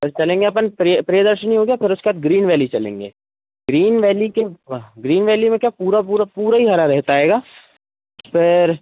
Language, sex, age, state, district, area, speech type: Hindi, male, 18-30, Madhya Pradesh, Seoni, urban, conversation